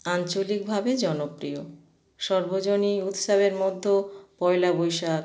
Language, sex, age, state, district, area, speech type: Bengali, female, 45-60, West Bengal, Howrah, urban, spontaneous